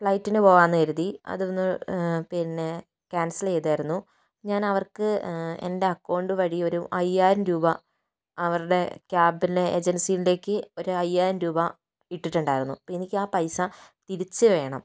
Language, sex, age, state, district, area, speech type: Malayalam, female, 30-45, Kerala, Kozhikode, urban, spontaneous